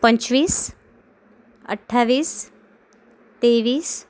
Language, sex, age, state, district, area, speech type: Marathi, female, 18-30, Maharashtra, Amravati, urban, spontaneous